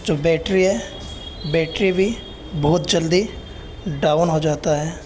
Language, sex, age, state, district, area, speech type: Urdu, male, 18-30, Delhi, North West Delhi, urban, spontaneous